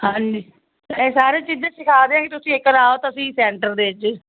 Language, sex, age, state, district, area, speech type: Punjabi, female, 60+, Punjab, Fazilka, rural, conversation